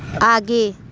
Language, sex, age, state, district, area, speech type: Hindi, female, 30-45, Uttar Pradesh, Mirzapur, rural, read